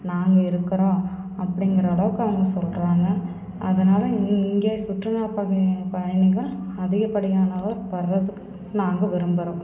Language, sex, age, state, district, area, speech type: Tamil, female, 30-45, Tamil Nadu, Tiruppur, rural, spontaneous